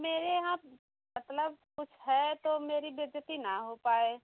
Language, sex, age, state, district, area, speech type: Hindi, female, 30-45, Uttar Pradesh, Jaunpur, rural, conversation